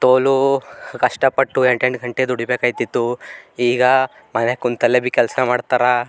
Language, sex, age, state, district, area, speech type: Kannada, male, 18-30, Karnataka, Bidar, urban, spontaneous